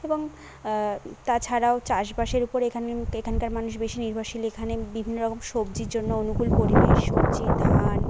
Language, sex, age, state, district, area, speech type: Bengali, female, 30-45, West Bengal, Jhargram, rural, spontaneous